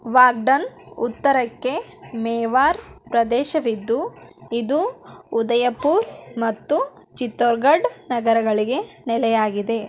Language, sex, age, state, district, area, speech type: Kannada, female, 18-30, Karnataka, Bidar, urban, read